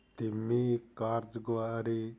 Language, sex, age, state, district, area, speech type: Punjabi, male, 45-60, Punjab, Fazilka, rural, spontaneous